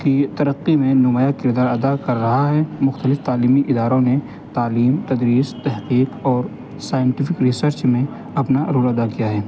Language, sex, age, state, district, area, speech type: Urdu, male, 18-30, Delhi, North West Delhi, urban, spontaneous